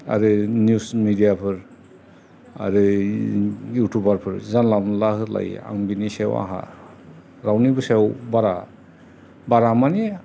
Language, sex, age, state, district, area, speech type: Bodo, male, 60+, Assam, Kokrajhar, urban, spontaneous